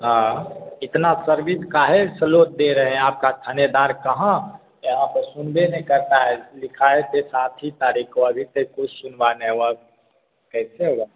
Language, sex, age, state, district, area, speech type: Hindi, male, 18-30, Bihar, Begusarai, rural, conversation